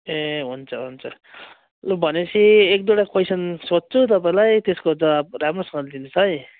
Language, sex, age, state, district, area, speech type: Nepali, male, 18-30, West Bengal, Darjeeling, rural, conversation